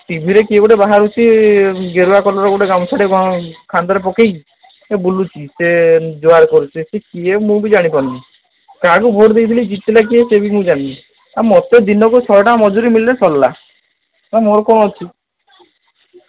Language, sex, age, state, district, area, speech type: Odia, male, 30-45, Odisha, Sundergarh, urban, conversation